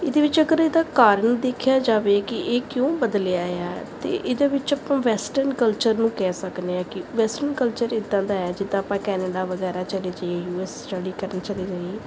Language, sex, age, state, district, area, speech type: Punjabi, female, 18-30, Punjab, Gurdaspur, urban, spontaneous